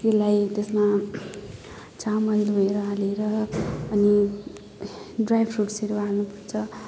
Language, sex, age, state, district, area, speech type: Nepali, female, 18-30, West Bengal, Jalpaiguri, rural, spontaneous